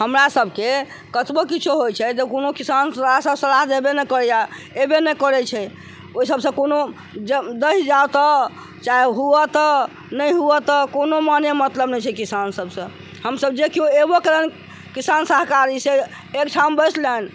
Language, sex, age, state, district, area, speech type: Maithili, female, 60+, Bihar, Sitamarhi, urban, spontaneous